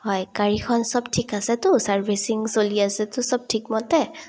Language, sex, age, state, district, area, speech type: Assamese, female, 30-45, Assam, Sonitpur, rural, spontaneous